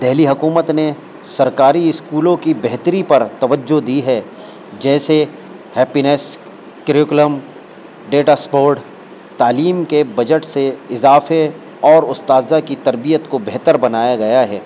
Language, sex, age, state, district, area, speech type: Urdu, male, 45-60, Delhi, North East Delhi, urban, spontaneous